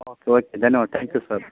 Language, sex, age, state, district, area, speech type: Kannada, male, 30-45, Karnataka, Koppal, rural, conversation